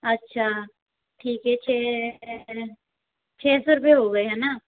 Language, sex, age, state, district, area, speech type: Hindi, female, 18-30, Madhya Pradesh, Gwalior, rural, conversation